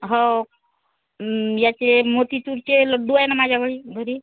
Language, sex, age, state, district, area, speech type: Marathi, female, 45-60, Maharashtra, Amravati, rural, conversation